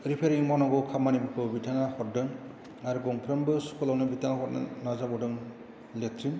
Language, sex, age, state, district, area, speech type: Bodo, male, 60+, Assam, Chirang, urban, spontaneous